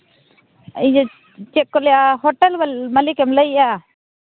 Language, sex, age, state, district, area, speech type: Santali, female, 30-45, Jharkhand, East Singhbhum, rural, conversation